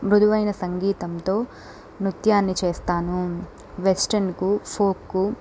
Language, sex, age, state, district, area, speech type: Telugu, female, 18-30, Andhra Pradesh, Chittoor, urban, spontaneous